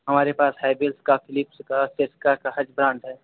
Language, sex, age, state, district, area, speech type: Hindi, male, 18-30, Uttar Pradesh, Bhadohi, urban, conversation